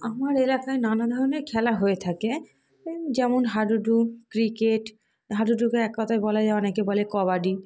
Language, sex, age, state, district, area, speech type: Bengali, female, 30-45, West Bengal, South 24 Parganas, rural, spontaneous